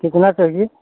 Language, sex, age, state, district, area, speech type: Hindi, male, 30-45, Uttar Pradesh, Prayagraj, urban, conversation